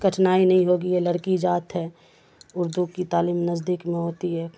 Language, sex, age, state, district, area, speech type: Urdu, female, 45-60, Bihar, Khagaria, rural, spontaneous